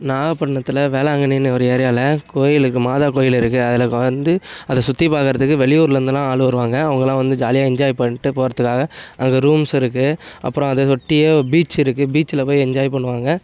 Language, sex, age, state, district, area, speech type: Tamil, male, 18-30, Tamil Nadu, Nagapattinam, urban, spontaneous